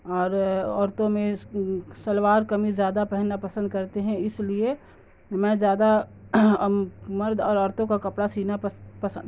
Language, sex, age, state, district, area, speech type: Urdu, female, 30-45, Bihar, Darbhanga, rural, spontaneous